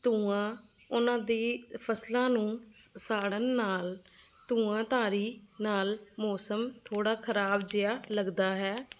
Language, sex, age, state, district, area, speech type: Punjabi, female, 30-45, Punjab, Fazilka, rural, spontaneous